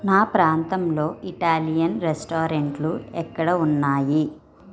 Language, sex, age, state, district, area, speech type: Telugu, female, 45-60, Andhra Pradesh, N T Rama Rao, rural, read